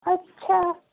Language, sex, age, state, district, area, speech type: Urdu, male, 30-45, Uttar Pradesh, Gautam Buddha Nagar, rural, conversation